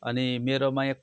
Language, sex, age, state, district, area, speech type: Nepali, male, 45-60, West Bengal, Darjeeling, rural, spontaneous